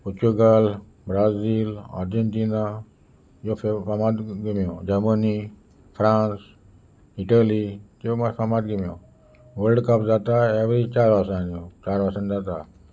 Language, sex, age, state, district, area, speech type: Goan Konkani, male, 60+, Goa, Salcete, rural, spontaneous